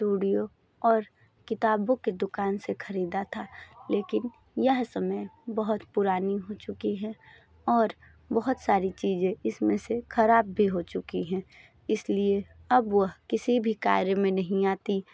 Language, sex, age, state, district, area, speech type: Hindi, female, 30-45, Uttar Pradesh, Sonbhadra, rural, spontaneous